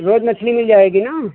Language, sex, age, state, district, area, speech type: Hindi, male, 45-60, Uttar Pradesh, Lucknow, urban, conversation